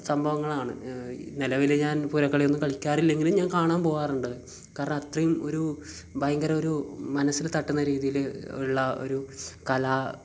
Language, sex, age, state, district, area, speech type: Malayalam, male, 18-30, Kerala, Kasaragod, rural, spontaneous